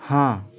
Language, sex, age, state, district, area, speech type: Bengali, male, 30-45, West Bengal, North 24 Parganas, rural, read